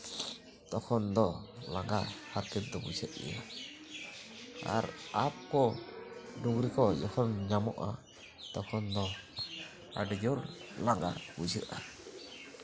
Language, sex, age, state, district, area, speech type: Santali, male, 30-45, West Bengal, Bankura, rural, spontaneous